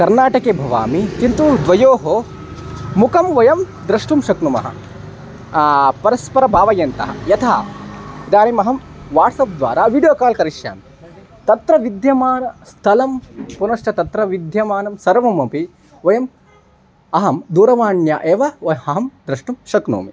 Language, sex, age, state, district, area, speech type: Sanskrit, male, 18-30, Karnataka, Chitradurga, rural, spontaneous